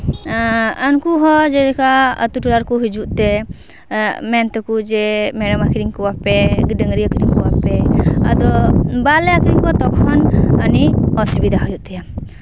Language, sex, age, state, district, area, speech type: Santali, female, 18-30, West Bengal, Paschim Bardhaman, rural, spontaneous